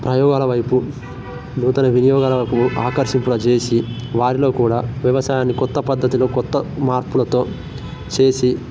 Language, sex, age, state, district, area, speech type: Telugu, male, 18-30, Telangana, Nirmal, rural, spontaneous